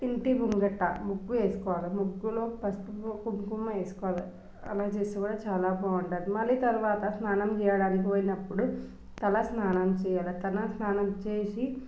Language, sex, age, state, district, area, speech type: Telugu, female, 18-30, Telangana, Nalgonda, urban, spontaneous